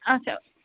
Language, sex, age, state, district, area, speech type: Kashmiri, female, 60+, Jammu and Kashmir, Srinagar, urban, conversation